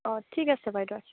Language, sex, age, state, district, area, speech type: Assamese, female, 18-30, Assam, Morigaon, rural, conversation